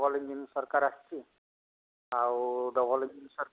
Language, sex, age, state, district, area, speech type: Odia, male, 60+, Odisha, Angul, rural, conversation